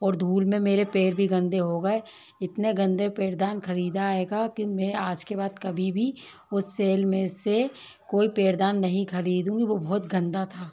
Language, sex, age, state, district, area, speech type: Hindi, female, 30-45, Madhya Pradesh, Bhopal, urban, spontaneous